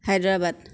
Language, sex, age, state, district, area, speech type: Assamese, female, 30-45, Assam, Nagaon, rural, spontaneous